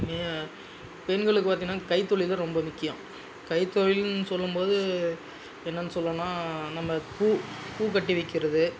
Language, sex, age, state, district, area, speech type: Tamil, male, 45-60, Tamil Nadu, Dharmapuri, rural, spontaneous